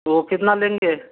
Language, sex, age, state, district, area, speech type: Hindi, male, 45-60, Rajasthan, Karauli, rural, conversation